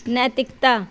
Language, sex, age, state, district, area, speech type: Punjabi, female, 30-45, Punjab, Pathankot, rural, read